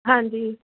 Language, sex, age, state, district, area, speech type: Punjabi, female, 30-45, Punjab, Jalandhar, rural, conversation